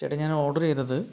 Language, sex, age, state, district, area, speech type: Malayalam, male, 30-45, Kerala, Palakkad, rural, spontaneous